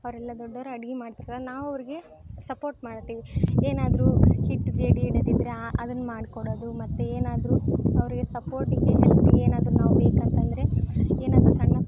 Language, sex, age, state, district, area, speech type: Kannada, female, 18-30, Karnataka, Koppal, urban, spontaneous